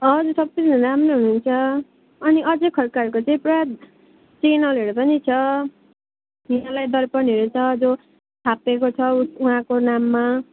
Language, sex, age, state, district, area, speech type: Nepali, female, 18-30, West Bengal, Jalpaiguri, rural, conversation